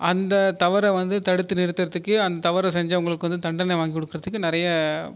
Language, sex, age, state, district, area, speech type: Tamil, male, 18-30, Tamil Nadu, Tiruvarur, urban, spontaneous